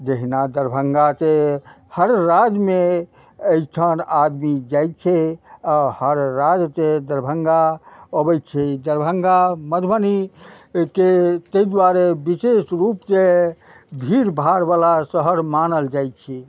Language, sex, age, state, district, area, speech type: Maithili, male, 60+, Bihar, Madhubani, rural, spontaneous